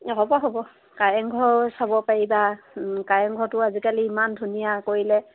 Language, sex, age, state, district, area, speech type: Assamese, female, 30-45, Assam, Sivasagar, rural, conversation